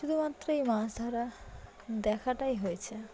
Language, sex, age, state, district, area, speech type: Bengali, female, 18-30, West Bengal, Dakshin Dinajpur, urban, spontaneous